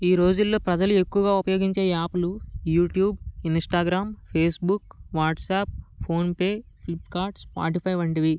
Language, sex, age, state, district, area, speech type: Telugu, male, 18-30, Andhra Pradesh, Vizianagaram, rural, spontaneous